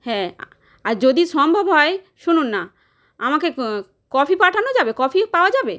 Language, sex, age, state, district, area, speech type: Bengali, female, 30-45, West Bengal, Howrah, urban, spontaneous